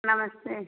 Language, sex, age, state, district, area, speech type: Hindi, female, 45-60, Uttar Pradesh, Ayodhya, rural, conversation